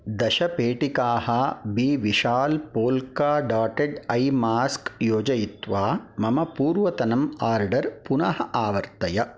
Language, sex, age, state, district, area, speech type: Sanskrit, male, 30-45, Karnataka, Bangalore Rural, urban, read